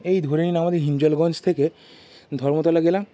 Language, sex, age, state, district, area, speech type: Bengali, male, 18-30, West Bengal, North 24 Parganas, urban, spontaneous